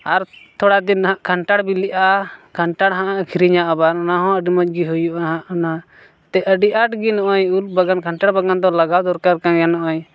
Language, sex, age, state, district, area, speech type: Santali, male, 18-30, Jharkhand, Pakur, rural, spontaneous